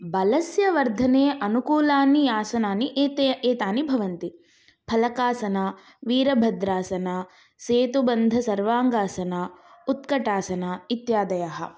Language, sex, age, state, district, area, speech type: Sanskrit, female, 18-30, Tamil Nadu, Kanchipuram, urban, spontaneous